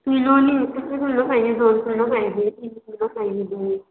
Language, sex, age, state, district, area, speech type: Marathi, female, 18-30, Maharashtra, Nagpur, urban, conversation